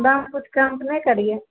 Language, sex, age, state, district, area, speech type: Maithili, female, 30-45, Bihar, Begusarai, rural, conversation